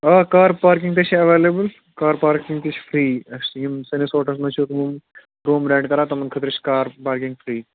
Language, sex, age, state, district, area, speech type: Kashmiri, male, 18-30, Jammu and Kashmir, Ganderbal, rural, conversation